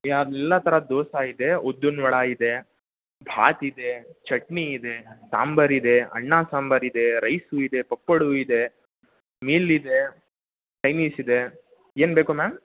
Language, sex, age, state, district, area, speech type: Kannada, male, 18-30, Karnataka, Mysore, urban, conversation